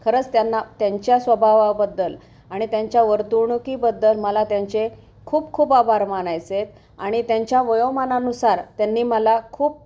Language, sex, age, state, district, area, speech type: Marathi, female, 45-60, Maharashtra, Osmanabad, rural, spontaneous